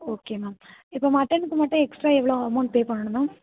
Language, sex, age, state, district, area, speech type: Tamil, female, 18-30, Tamil Nadu, Nilgiris, urban, conversation